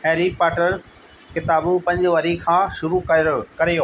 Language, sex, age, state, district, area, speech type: Sindhi, male, 60+, Delhi, South Delhi, urban, read